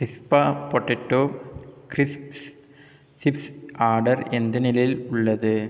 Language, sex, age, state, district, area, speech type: Tamil, male, 30-45, Tamil Nadu, Ariyalur, rural, read